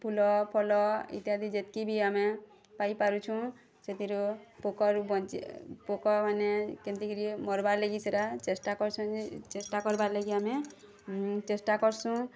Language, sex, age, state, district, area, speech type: Odia, female, 30-45, Odisha, Bargarh, urban, spontaneous